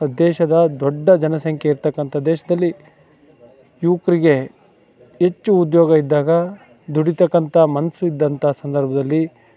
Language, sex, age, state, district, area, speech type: Kannada, male, 45-60, Karnataka, Chikkamagaluru, rural, spontaneous